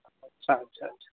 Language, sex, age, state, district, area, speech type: Odia, male, 45-60, Odisha, Kandhamal, rural, conversation